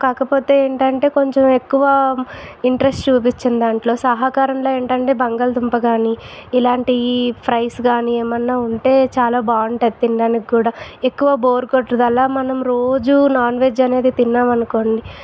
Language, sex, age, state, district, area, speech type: Telugu, female, 18-30, Andhra Pradesh, Vizianagaram, urban, spontaneous